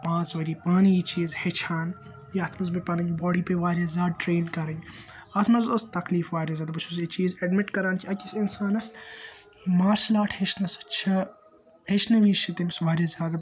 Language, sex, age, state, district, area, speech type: Kashmiri, male, 18-30, Jammu and Kashmir, Srinagar, urban, spontaneous